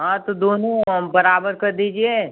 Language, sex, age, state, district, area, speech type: Hindi, male, 18-30, Uttar Pradesh, Ghazipur, rural, conversation